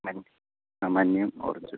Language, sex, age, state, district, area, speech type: Malayalam, male, 30-45, Kerala, Palakkad, rural, conversation